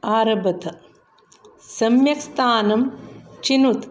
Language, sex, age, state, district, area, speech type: Sanskrit, female, 45-60, Karnataka, Shimoga, rural, spontaneous